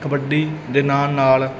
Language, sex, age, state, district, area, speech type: Punjabi, male, 30-45, Punjab, Mansa, urban, spontaneous